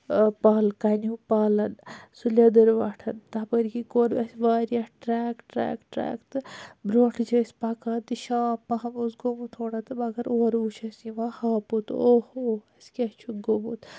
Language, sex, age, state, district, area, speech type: Kashmiri, female, 45-60, Jammu and Kashmir, Srinagar, urban, spontaneous